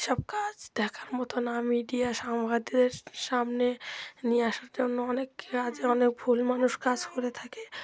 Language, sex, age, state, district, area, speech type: Bengali, female, 30-45, West Bengal, Dakshin Dinajpur, urban, spontaneous